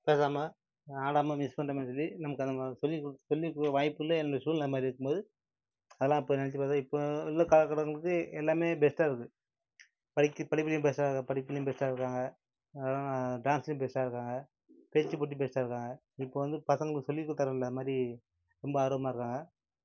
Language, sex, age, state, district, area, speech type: Tamil, male, 30-45, Tamil Nadu, Nagapattinam, rural, spontaneous